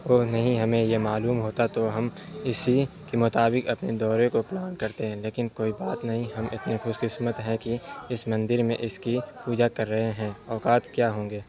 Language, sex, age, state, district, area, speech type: Urdu, male, 30-45, Bihar, Supaul, rural, read